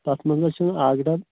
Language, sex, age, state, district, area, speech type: Kashmiri, male, 18-30, Jammu and Kashmir, Shopian, rural, conversation